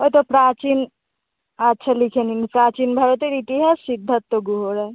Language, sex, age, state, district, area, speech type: Bengali, female, 18-30, West Bengal, North 24 Parganas, urban, conversation